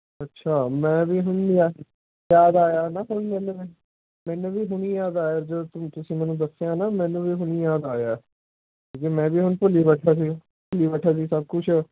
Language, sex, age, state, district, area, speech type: Punjabi, male, 18-30, Punjab, Patiala, urban, conversation